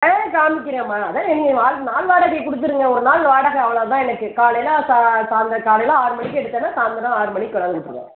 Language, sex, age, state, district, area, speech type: Tamil, female, 60+, Tamil Nadu, Thanjavur, urban, conversation